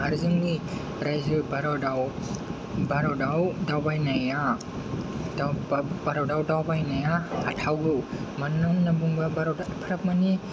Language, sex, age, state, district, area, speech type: Bodo, male, 18-30, Assam, Kokrajhar, rural, spontaneous